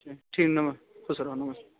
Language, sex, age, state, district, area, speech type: Hindi, male, 30-45, Uttar Pradesh, Bhadohi, urban, conversation